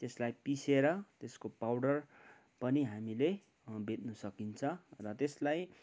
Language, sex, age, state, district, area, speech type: Nepali, male, 45-60, West Bengal, Kalimpong, rural, spontaneous